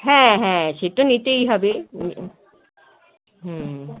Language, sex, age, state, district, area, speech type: Bengali, female, 45-60, West Bengal, Alipurduar, rural, conversation